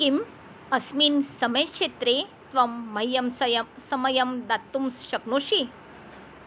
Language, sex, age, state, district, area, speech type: Sanskrit, female, 45-60, Maharashtra, Nagpur, urban, read